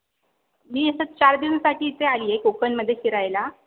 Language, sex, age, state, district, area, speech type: Marathi, female, 18-30, Maharashtra, Sindhudurg, rural, conversation